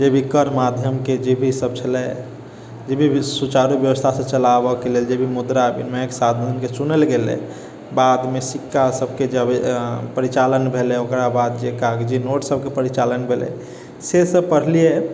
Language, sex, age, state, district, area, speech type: Maithili, male, 18-30, Bihar, Sitamarhi, urban, spontaneous